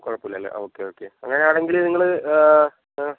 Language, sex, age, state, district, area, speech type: Malayalam, male, 18-30, Kerala, Wayanad, rural, conversation